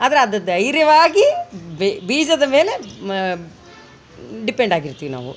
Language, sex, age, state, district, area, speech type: Kannada, female, 45-60, Karnataka, Vijayanagara, rural, spontaneous